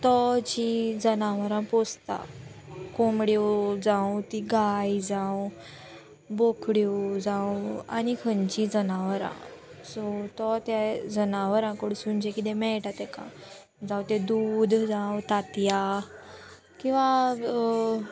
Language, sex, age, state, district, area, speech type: Goan Konkani, female, 18-30, Goa, Murmgao, rural, spontaneous